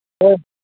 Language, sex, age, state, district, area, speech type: Manipuri, female, 60+, Manipur, Kangpokpi, urban, conversation